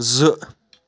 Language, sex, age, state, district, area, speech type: Kashmiri, male, 18-30, Jammu and Kashmir, Shopian, rural, read